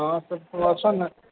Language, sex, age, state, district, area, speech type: Odia, male, 45-60, Odisha, Nuapada, urban, conversation